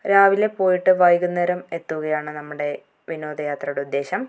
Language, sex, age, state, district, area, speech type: Malayalam, female, 45-60, Kerala, Palakkad, rural, spontaneous